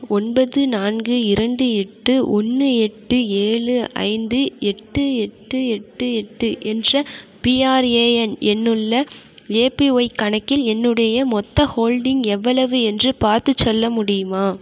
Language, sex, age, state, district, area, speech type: Tamil, female, 18-30, Tamil Nadu, Mayiladuthurai, urban, read